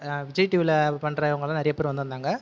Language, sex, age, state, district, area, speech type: Tamil, male, 30-45, Tamil Nadu, Viluppuram, urban, spontaneous